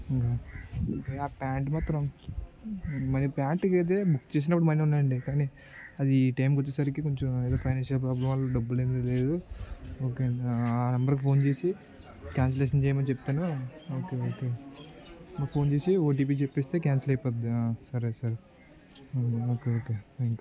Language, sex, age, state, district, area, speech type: Telugu, male, 18-30, Andhra Pradesh, Anakapalli, rural, spontaneous